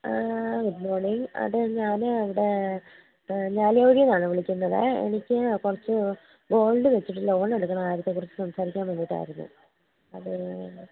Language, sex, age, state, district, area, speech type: Malayalam, female, 18-30, Kerala, Kottayam, rural, conversation